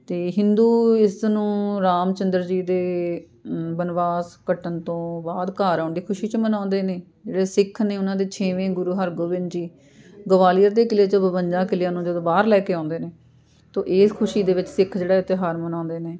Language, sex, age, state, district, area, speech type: Punjabi, female, 30-45, Punjab, Amritsar, urban, spontaneous